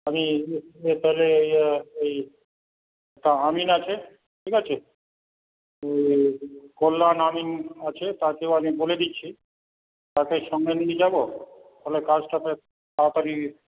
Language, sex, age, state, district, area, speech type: Bengali, male, 45-60, West Bengal, Paschim Bardhaman, urban, conversation